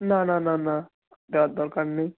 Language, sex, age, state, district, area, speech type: Bengali, male, 45-60, West Bengal, Nadia, rural, conversation